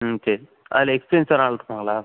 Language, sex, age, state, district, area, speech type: Tamil, male, 18-30, Tamil Nadu, Sivaganga, rural, conversation